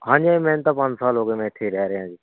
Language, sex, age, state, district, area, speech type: Punjabi, male, 18-30, Punjab, Shaheed Bhagat Singh Nagar, rural, conversation